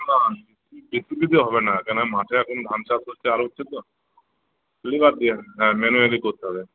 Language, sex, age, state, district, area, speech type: Bengali, male, 30-45, West Bengal, Uttar Dinajpur, urban, conversation